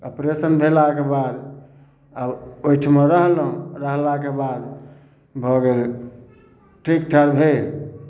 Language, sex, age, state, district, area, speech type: Maithili, male, 60+, Bihar, Samastipur, urban, spontaneous